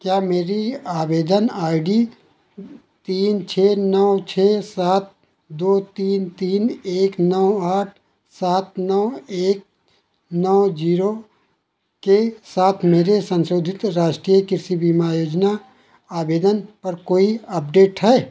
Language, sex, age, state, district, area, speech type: Hindi, male, 60+, Uttar Pradesh, Ayodhya, rural, read